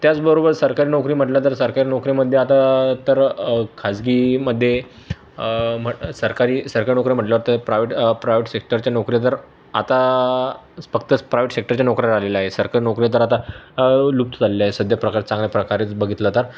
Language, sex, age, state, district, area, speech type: Marathi, male, 30-45, Maharashtra, Buldhana, urban, spontaneous